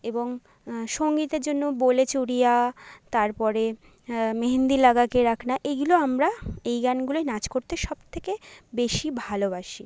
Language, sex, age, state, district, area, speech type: Bengali, female, 30-45, West Bengal, Jhargram, rural, spontaneous